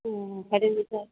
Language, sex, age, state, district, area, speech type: Kannada, female, 30-45, Karnataka, Udupi, rural, conversation